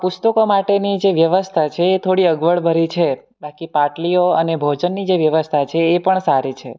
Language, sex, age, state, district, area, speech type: Gujarati, male, 18-30, Gujarat, Surat, rural, spontaneous